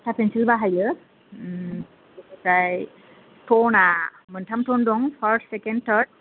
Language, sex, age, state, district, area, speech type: Bodo, female, 45-60, Assam, Kokrajhar, rural, conversation